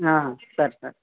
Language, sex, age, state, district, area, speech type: Odia, male, 30-45, Odisha, Rayagada, rural, conversation